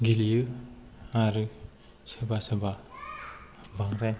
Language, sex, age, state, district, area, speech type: Bodo, male, 30-45, Assam, Kokrajhar, rural, spontaneous